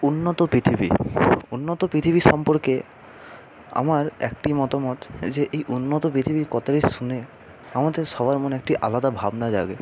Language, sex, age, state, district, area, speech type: Bengali, male, 30-45, West Bengal, Purba Bardhaman, urban, spontaneous